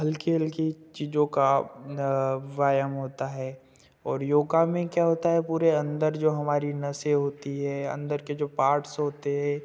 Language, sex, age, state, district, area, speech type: Hindi, male, 18-30, Madhya Pradesh, Betul, rural, spontaneous